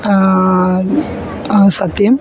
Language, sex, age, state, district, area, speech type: Malayalam, female, 30-45, Kerala, Alappuzha, rural, spontaneous